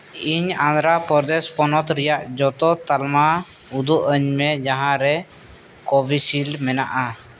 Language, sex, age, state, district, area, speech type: Santali, male, 30-45, Jharkhand, East Singhbhum, rural, read